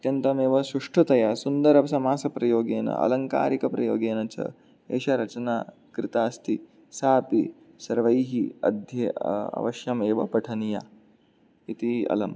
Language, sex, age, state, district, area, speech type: Sanskrit, male, 18-30, Maharashtra, Mumbai City, urban, spontaneous